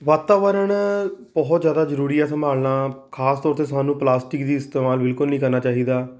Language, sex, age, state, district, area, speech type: Punjabi, male, 30-45, Punjab, Rupnagar, urban, spontaneous